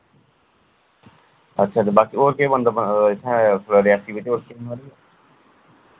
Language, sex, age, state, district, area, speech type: Dogri, male, 18-30, Jammu and Kashmir, Reasi, rural, conversation